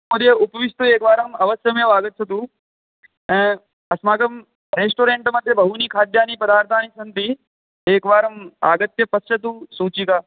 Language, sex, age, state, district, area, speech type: Sanskrit, male, 18-30, Rajasthan, Jaipur, rural, conversation